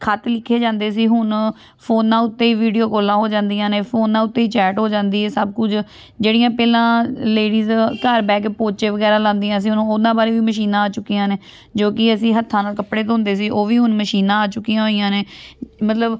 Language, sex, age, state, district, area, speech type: Punjabi, female, 18-30, Punjab, Amritsar, urban, spontaneous